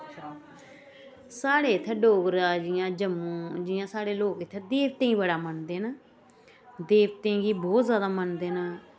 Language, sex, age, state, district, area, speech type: Dogri, female, 45-60, Jammu and Kashmir, Samba, urban, spontaneous